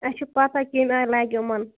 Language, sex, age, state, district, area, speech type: Kashmiri, female, 30-45, Jammu and Kashmir, Bandipora, rural, conversation